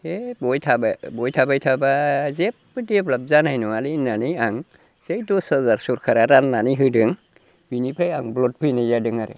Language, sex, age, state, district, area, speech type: Bodo, male, 60+, Assam, Chirang, rural, spontaneous